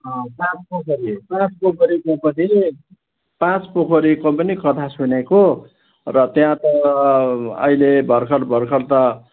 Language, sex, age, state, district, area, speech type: Nepali, male, 60+, West Bengal, Kalimpong, rural, conversation